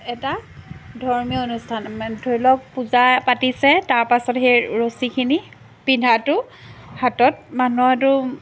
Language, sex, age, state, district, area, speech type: Assamese, female, 30-45, Assam, Jorhat, rural, spontaneous